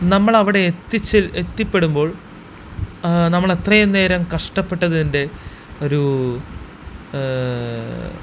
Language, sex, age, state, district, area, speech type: Malayalam, male, 18-30, Kerala, Thrissur, urban, spontaneous